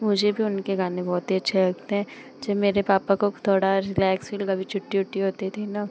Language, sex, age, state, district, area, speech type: Hindi, female, 18-30, Uttar Pradesh, Pratapgarh, urban, spontaneous